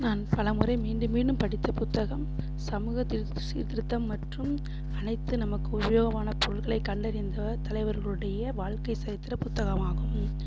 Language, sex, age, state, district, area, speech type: Tamil, female, 45-60, Tamil Nadu, Sivaganga, rural, spontaneous